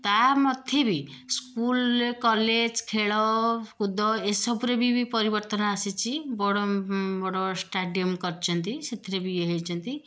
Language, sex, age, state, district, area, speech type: Odia, female, 45-60, Odisha, Puri, urban, spontaneous